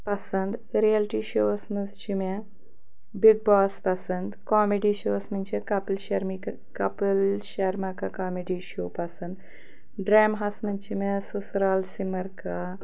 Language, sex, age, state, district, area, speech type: Kashmiri, female, 45-60, Jammu and Kashmir, Anantnag, rural, spontaneous